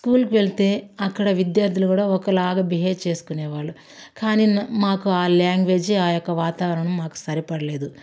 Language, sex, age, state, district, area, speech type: Telugu, female, 60+, Andhra Pradesh, Sri Balaji, urban, spontaneous